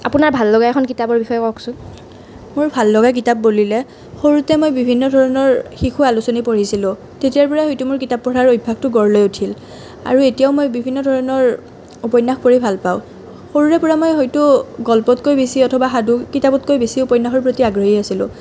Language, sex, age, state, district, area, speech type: Assamese, female, 18-30, Assam, Nalbari, rural, spontaneous